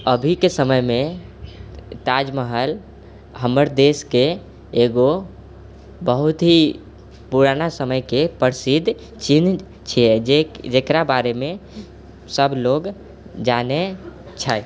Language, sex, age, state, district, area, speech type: Maithili, male, 18-30, Bihar, Purnia, rural, spontaneous